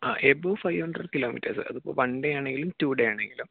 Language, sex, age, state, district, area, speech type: Malayalam, male, 18-30, Kerala, Palakkad, urban, conversation